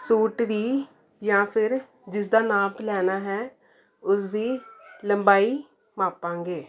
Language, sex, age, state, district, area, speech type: Punjabi, female, 30-45, Punjab, Jalandhar, urban, spontaneous